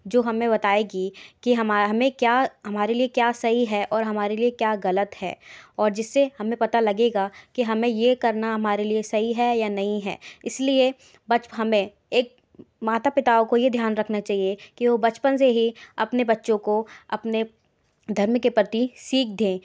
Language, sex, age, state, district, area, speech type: Hindi, female, 18-30, Madhya Pradesh, Gwalior, urban, spontaneous